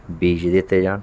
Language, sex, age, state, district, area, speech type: Punjabi, male, 30-45, Punjab, Mansa, urban, spontaneous